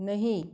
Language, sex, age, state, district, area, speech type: Hindi, female, 30-45, Madhya Pradesh, Ujjain, urban, read